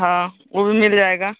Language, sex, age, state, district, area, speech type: Hindi, male, 30-45, Bihar, Madhepura, rural, conversation